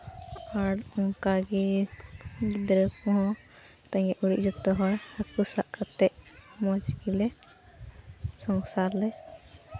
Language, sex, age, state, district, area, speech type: Santali, female, 18-30, West Bengal, Malda, rural, spontaneous